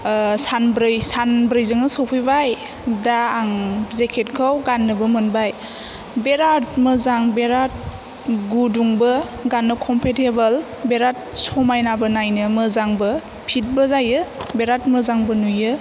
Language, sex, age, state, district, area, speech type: Bodo, female, 18-30, Assam, Chirang, urban, spontaneous